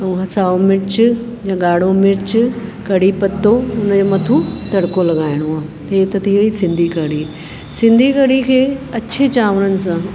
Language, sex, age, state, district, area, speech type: Sindhi, female, 45-60, Delhi, South Delhi, urban, spontaneous